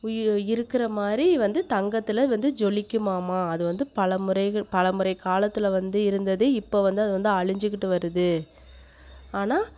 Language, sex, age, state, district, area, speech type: Tamil, female, 30-45, Tamil Nadu, Coimbatore, rural, spontaneous